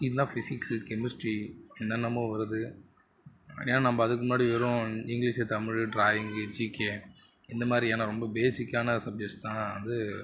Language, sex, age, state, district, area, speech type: Tamil, male, 60+, Tamil Nadu, Mayiladuthurai, rural, spontaneous